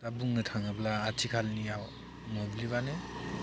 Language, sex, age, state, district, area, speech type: Bodo, male, 18-30, Assam, Baksa, rural, spontaneous